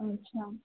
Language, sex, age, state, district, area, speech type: Hindi, female, 30-45, Madhya Pradesh, Harda, urban, conversation